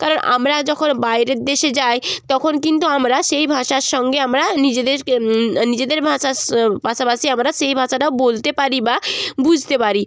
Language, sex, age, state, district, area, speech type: Bengali, female, 18-30, West Bengal, Jalpaiguri, rural, spontaneous